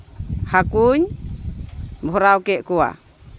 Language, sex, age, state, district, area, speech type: Santali, female, 45-60, West Bengal, Malda, rural, spontaneous